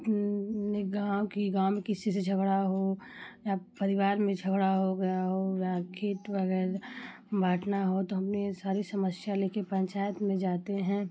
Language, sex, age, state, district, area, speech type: Hindi, female, 30-45, Uttar Pradesh, Chandauli, rural, spontaneous